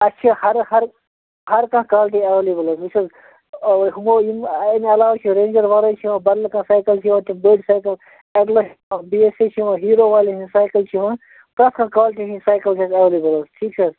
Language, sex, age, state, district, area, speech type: Kashmiri, male, 30-45, Jammu and Kashmir, Bandipora, rural, conversation